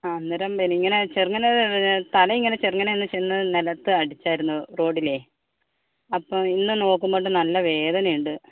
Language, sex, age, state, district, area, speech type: Malayalam, female, 60+, Kerala, Kozhikode, urban, conversation